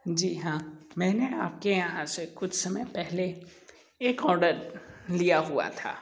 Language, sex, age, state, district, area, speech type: Hindi, male, 30-45, Uttar Pradesh, Sonbhadra, rural, spontaneous